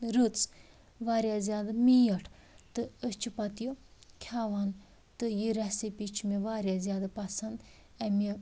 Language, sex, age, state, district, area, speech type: Kashmiri, female, 30-45, Jammu and Kashmir, Anantnag, rural, spontaneous